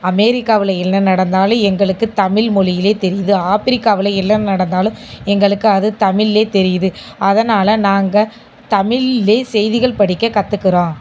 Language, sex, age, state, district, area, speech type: Tamil, female, 18-30, Tamil Nadu, Sivaganga, rural, spontaneous